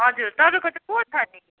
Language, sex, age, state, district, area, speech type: Nepali, female, 60+, West Bengal, Kalimpong, rural, conversation